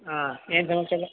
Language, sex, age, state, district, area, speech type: Kannada, male, 60+, Karnataka, Mysore, rural, conversation